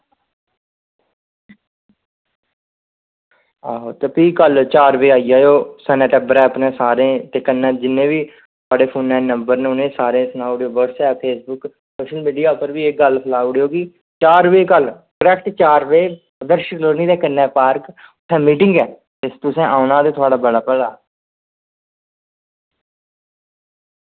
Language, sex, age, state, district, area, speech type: Dogri, male, 45-60, Jammu and Kashmir, Udhampur, rural, conversation